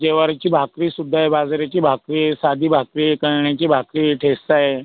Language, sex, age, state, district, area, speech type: Marathi, other, 18-30, Maharashtra, Buldhana, rural, conversation